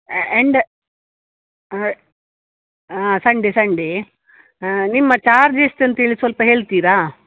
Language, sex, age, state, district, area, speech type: Kannada, female, 60+, Karnataka, Udupi, rural, conversation